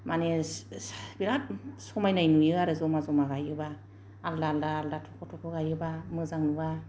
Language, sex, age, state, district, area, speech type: Bodo, female, 45-60, Assam, Kokrajhar, urban, spontaneous